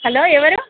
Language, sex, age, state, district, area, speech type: Telugu, female, 18-30, Andhra Pradesh, Sri Satya Sai, urban, conversation